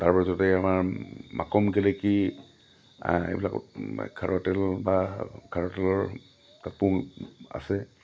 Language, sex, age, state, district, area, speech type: Assamese, male, 45-60, Assam, Lakhimpur, urban, spontaneous